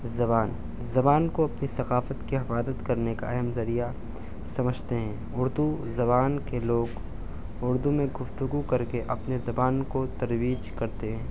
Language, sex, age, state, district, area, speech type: Urdu, male, 18-30, Delhi, South Delhi, urban, spontaneous